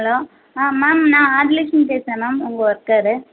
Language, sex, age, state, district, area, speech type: Tamil, female, 30-45, Tamil Nadu, Tirunelveli, urban, conversation